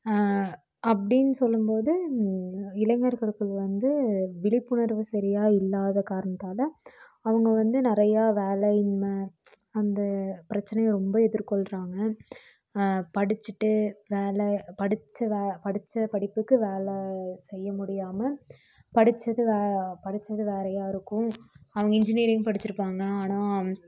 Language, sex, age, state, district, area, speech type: Tamil, female, 18-30, Tamil Nadu, Coimbatore, rural, spontaneous